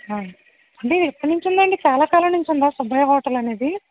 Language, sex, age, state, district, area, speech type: Telugu, female, 45-60, Andhra Pradesh, East Godavari, rural, conversation